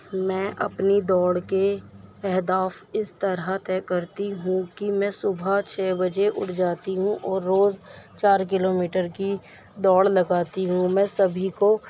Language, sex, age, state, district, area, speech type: Urdu, female, 18-30, Delhi, Central Delhi, urban, spontaneous